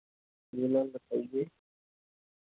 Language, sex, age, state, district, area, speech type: Hindi, male, 30-45, Uttar Pradesh, Lucknow, rural, conversation